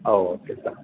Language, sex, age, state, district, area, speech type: Malayalam, male, 18-30, Kerala, Idukki, rural, conversation